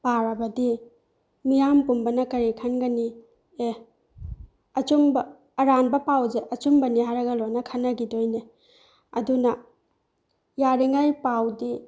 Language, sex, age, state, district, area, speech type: Manipuri, female, 18-30, Manipur, Bishnupur, rural, spontaneous